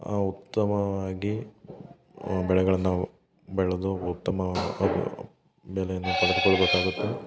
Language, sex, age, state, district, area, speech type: Kannada, male, 30-45, Karnataka, Hassan, rural, spontaneous